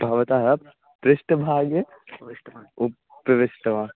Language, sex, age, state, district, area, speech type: Sanskrit, male, 18-30, Bihar, Samastipur, rural, conversation